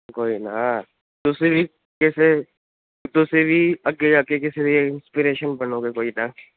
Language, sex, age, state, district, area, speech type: Punjabi, male, 18-30, Punjab, Ludhiana, urban, conversation